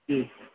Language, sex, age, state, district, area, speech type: Bengali, male, 18-30, West Bengal, Paschim Medinipur, rural, conversation